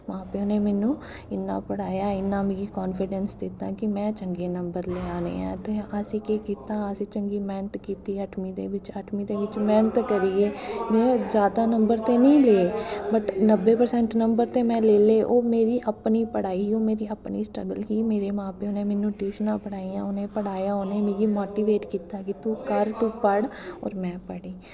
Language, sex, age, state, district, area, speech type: Dogri, female, 18-30, Jammu and Kashmir, Kathua, urban, spontaneous